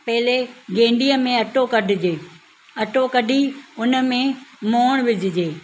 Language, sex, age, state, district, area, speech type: Sindhi, female, 60+, Maharashtra, Thane, urban, spontaneous